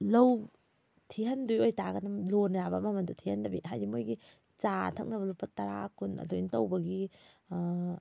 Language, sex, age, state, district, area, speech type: Manipuri, female, 30-45, Manipur, Thoubal, rural, spontaneous